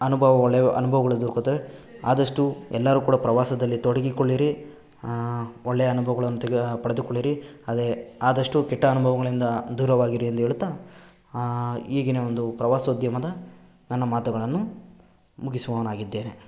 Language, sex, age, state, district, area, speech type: Kannada, male, 18-30, Karnataka, Bangalore Rural, rural, spontaneous